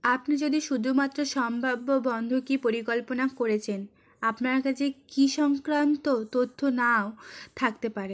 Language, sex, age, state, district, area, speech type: Bengali, female, 45-60, West Bengal, South 24 Parganas, rural, read